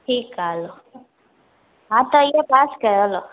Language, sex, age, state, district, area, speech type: Sindhi, female, 18-30, Gujarat, Junagadh, urban, conversation